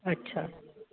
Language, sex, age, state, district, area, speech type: Sindhi, female, 60+, Delhi, South Delhi, urban, conversation